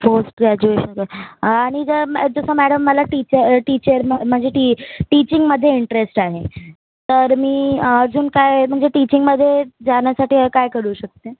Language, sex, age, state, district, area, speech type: Marathi, female, 30-45, Maharashtra, Nagpur, urban, conversation